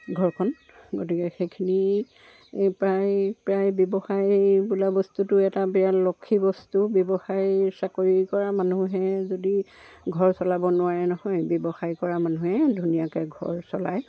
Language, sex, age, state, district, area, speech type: Assamese, female, 60+, Assam, Charaideo, rural, spontaneous